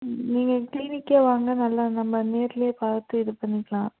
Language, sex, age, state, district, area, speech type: Tamil, female, 45-60, Tamil Nadu, Krishnagiri, rural, conversation